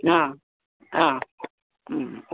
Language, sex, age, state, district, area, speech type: Kannada, female, 60+, Karnataka, Gulbarga, urban, conversation